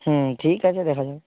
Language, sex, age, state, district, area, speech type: Bengali, male, 18-30, West Bengal, Purba Medinipur, rural, conversation